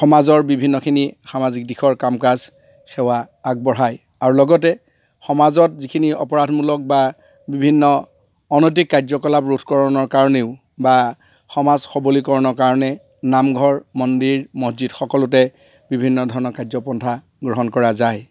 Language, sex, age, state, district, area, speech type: Assamese, male, 45-60, Assam, Golaghat, urban, spontaneous